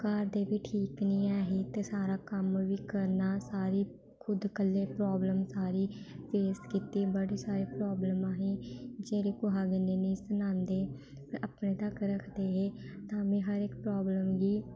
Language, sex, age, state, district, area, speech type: Dogri, female, 18-30, Jammu and Kashmir, Samba, rural, spontaneous